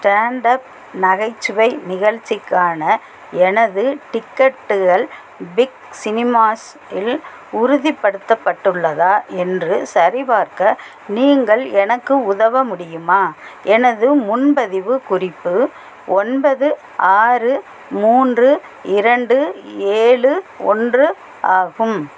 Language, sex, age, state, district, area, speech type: Tamil, female, 60+, Tamil Nadu, Madurai, rural, read